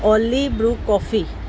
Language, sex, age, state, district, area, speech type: Punjabi, female, 30-45, Punjab, Pathankot, urban, read